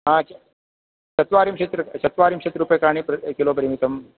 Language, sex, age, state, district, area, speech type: Sanskrit, male, 45-60, Kerala, Kasaragod, urban, conversation